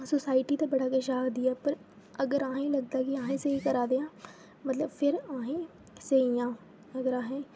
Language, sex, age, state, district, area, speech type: Dogri, female, 18-30, Jammu and Kashmir, Jammu, rural, spontaneous